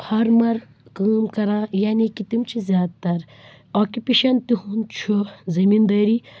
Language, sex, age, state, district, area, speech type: Kashmiri, female, 30-45, Jammu and Kashmir, Baramulla, rural, spontaneous